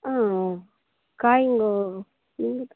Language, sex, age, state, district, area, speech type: Tamil, female, 30-45, Tamil Nadu, Ranipet, urban, conversation